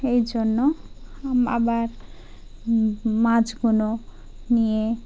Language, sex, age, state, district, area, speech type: Bengali, female, 30-45, West Bengal, Dakshin Dinajpur, urban, spontaneous